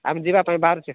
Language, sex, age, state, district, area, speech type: Odia, male, 45-60, Odisha, Rayagada, rural, conversation